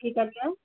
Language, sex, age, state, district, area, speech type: Maithili, female, 30-45, Bihar, Begusarai, rural, conversation